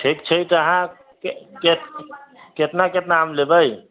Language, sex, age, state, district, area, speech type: Maithili, male, 30-45, Bihar, Sitamarhi, urban, conversation